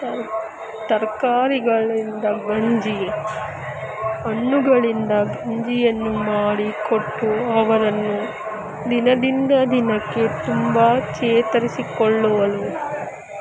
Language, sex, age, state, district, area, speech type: Kannada, female, 60+, Karnataka, Kolar, rural, spontaneous